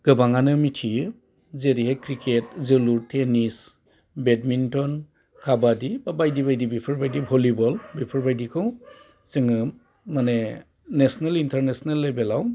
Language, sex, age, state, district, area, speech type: Bodo, male, 45-60, Assam, Udalguri, urban, spontaneous